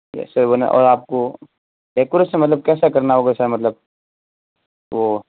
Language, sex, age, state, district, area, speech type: Hindi, male, 18-30, Rajasthan, Jodhpur, rural, conversation